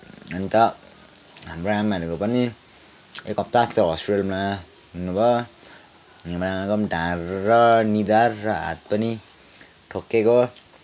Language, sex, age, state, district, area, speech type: Nepali, male, 18-30, West Bengal, Kalimpong, rural, spontaneous